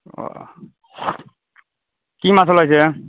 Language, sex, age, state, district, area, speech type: Assamese, male, 45-60, Assam, Darrang, rural, conversation